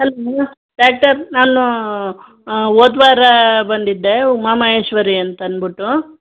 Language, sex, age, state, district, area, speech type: Kannada, female, 45-60, Karnataka, Chamarajanagar, rural, conversation